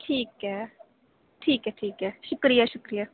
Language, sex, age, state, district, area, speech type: Dogri, female, 18-30, Jammu and Kashmir, Reasi, rural, conversation